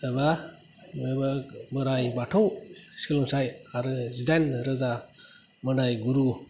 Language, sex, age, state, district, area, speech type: Bodo, male, 45-60, Assam, Kokrajhar, rural, spontaneous